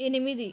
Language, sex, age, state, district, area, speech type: Telugu, female, 30-45, Andhra Pradesh, West Godavari, rural, read